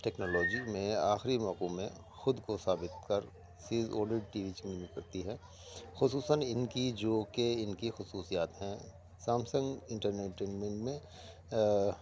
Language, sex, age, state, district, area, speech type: Urdu, male, 45-60, Delhi, East Delhi, urban, spontaneous